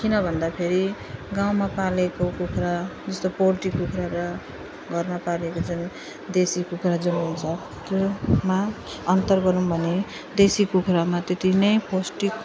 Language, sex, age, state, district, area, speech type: Nepali, female, 30-45, West Bengal, Jalpaiguri, rural, spontaneous